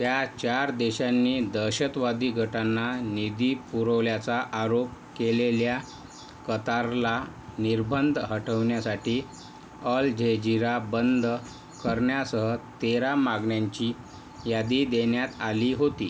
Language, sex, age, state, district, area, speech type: Marathi, male, 18-30, Maharashtra, Yavatmal, rural, read